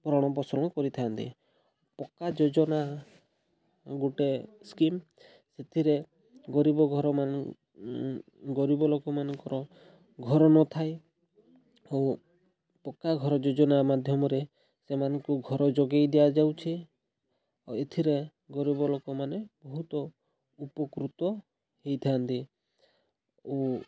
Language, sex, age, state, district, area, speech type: Odia, male, 30-45, Odisha, Mayurbhanj, rural, spontaneous